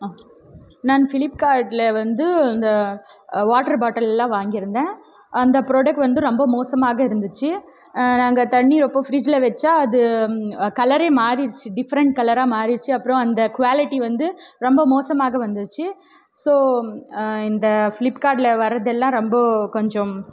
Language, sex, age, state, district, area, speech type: Tamil, female, 18-30, Tamil Nadu, Krishnagiri, rural, spontaneous